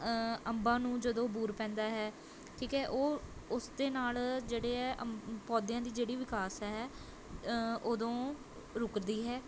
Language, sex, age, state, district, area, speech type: Punjabi, female, 18-30, Punjab, Mohali, urban, spontaneous